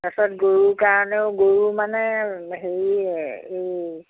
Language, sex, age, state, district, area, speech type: Assamese, female, 60+, Assam, Majuli, urban, conversation